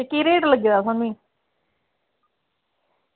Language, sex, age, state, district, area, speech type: Dogri, female, 30-45, Jammu and Kashmir, Samba, rural, conversation